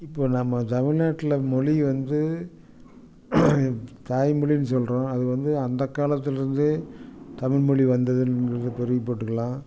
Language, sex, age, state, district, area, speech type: Tamil, male, 60+, Tamil Nadu, Coimbatore, urban, spontaneous